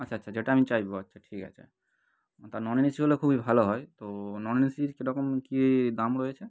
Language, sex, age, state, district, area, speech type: Bengali, male, 18-30, West Bengal, North 24 Parganas, urban, spontaneous